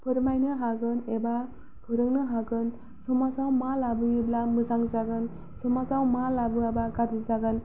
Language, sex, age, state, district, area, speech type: Bodo, female, 18-30, Assam, Kokrajhar, rural, spontaneous